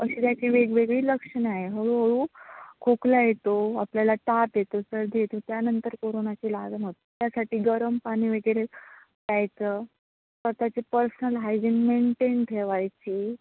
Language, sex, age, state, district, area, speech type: Marathi, female, 18-30, Maharashtra, Sindhudurg, rural, conversation